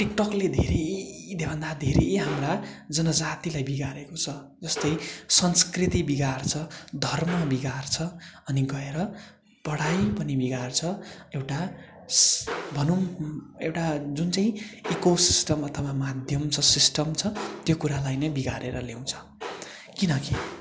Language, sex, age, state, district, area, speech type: Nepali, male, 18-30, West Bengal, Darjeeling, rural, spontaneous